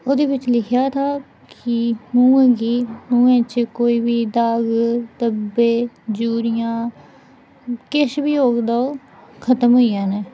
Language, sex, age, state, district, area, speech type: Dogri, female, 18-30, Jammu and Kashmir, Udhampur, rural, spontaneous